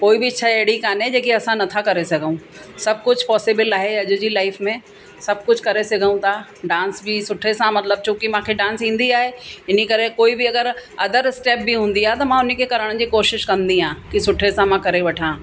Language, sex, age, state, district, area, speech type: Sindhi, female, 45-60, Uttar Pradesh, Lucknow, rural, spontaneous